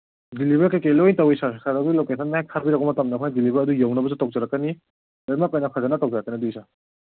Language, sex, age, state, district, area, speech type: Manipuri, male, 18-30, Manipur, Kangpokpi, urban, conversation